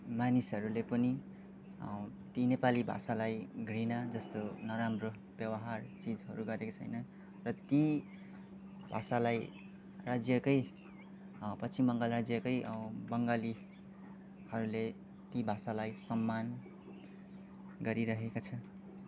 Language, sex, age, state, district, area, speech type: Nepali, male, 18-30, West Bengal, Kalimpong, rural, spontaneous